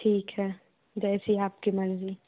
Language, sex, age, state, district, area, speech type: Hindi, female, 30-45, Madhya Pradesh, Bhopal, urban, conversation